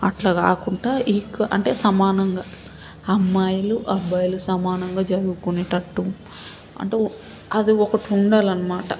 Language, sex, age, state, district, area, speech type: Telugu, female, 18-30, Telangana, Hyderabad, urban, spontaneous